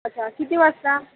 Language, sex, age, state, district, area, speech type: Marathi, female, 18-30, Maharashtra, Mumbai Suburban, urban, conversation